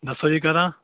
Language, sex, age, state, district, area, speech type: Punjabi, male, 18-30, Punjab, Bathinda, urban, conversation